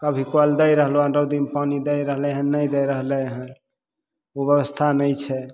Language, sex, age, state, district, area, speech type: Maithili, male, 45-60, Bihar, Begusarai, rural, spontaneous